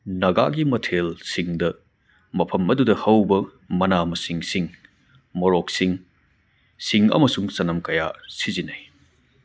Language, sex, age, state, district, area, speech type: Manipuri, male, 30-45, Manipur, Churachandpur, rural, read